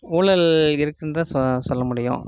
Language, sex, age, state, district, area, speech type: Tamil, male, 30-45, Tamil Nadu, Namakkal, rural, spontaneous